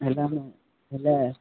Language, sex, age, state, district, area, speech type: Odia, male, 18-30, Odisha, Malkangiri, urban, conversation